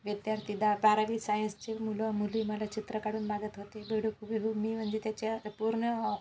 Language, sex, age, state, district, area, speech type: Marathi, female, 45-60, Maharashtra, Washim, rural, spontaneous